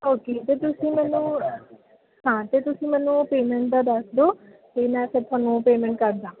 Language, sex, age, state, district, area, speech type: Punjabi, female, 18-30, Punjab, Ludhiana, rural, conversation